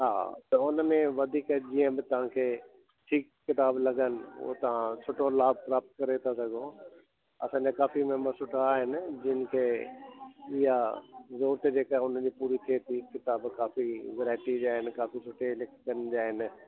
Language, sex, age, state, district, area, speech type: Sindhi, male, 60+, Delhi, South Delhi, urban, conversation